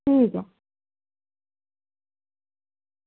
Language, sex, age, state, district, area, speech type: Dogri, female, 30-45, Jammu and Kashmir, Samba, rural, conversation